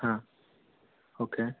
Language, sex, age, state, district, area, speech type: Kannada, male, 18-30, Karnataka, Mandya, rural, conversation